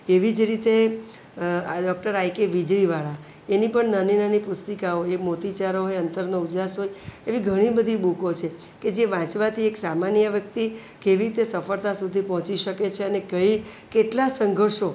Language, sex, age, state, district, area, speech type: Gujarati, female, 45-60, Gujarat, Surat, urban, spontaneous